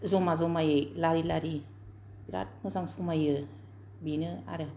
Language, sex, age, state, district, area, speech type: Bodo, female, 45-60, Assam, Kokrajhar, urban, spontaneous